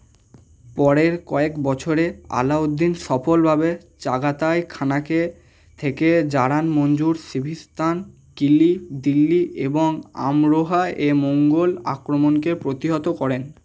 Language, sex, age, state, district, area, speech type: Bengali, male, 18-30, West Bengal, Purba Bardhaman, urban, read